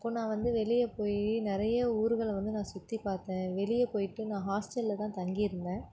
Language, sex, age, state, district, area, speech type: Tamil, female, 18-30, Tamil Nadu, Nagapattinam, rural, spontaneous